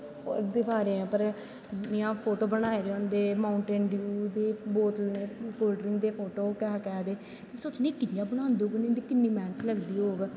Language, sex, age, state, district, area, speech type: Dogri, female, 18-30, Jammu and Kashmir, Jammu, rural, spontaneous